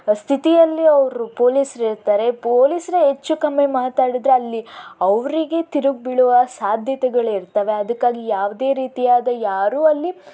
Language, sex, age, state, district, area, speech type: Kannada, female, 18-30, Karnataka, Davanagere, rural, spontaneous